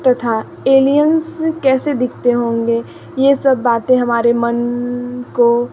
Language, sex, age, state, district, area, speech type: Hindi, female, 45-60, Uttar Pradesh, Sonbhadra, rural, spontaneous